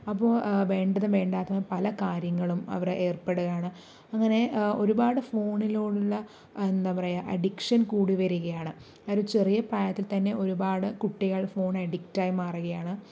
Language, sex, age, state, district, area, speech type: Malayalam, female, 30-45, Kerala, Palakkad, rural, spontaneous